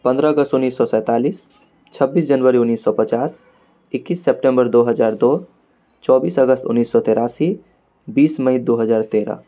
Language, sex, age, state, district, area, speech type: Maithili, male, 18-30, Bihar, Darbhanga, urban, spontaneous